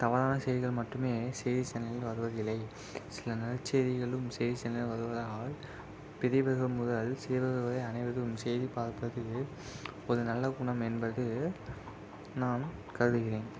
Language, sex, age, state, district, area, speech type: Tamil, male, 18-30, Tamil Nadu, Virudhunagar, urban, spontaneous